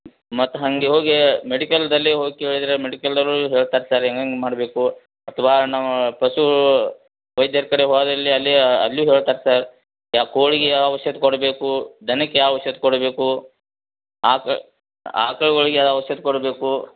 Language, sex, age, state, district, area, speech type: Kannada, male, 30-45, Karnataka, Belgaum, rural, conversation